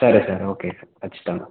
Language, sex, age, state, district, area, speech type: Telugu, male, 18-30, Telangana, Komaram Bheem, urban, conversation